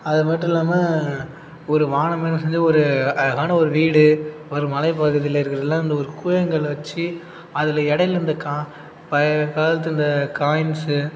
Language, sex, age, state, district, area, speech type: Tamil, male, 30-45, Tamil Nadu, Cuddalore, rural, spontaneous